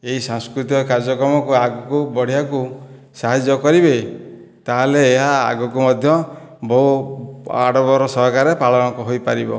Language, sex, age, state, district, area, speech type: Odia, male, 60+, Odisha, Dhenkanal, rural, spontaneous